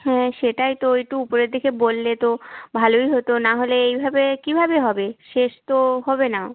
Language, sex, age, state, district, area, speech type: Bengali, female, 18-30, West Bengal, Birbhum, urban, conversation